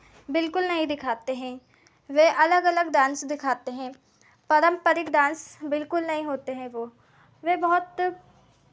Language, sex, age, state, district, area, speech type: Hindi, female, 18-30, Madhya Pradesh, Seoni, urban, spontaneous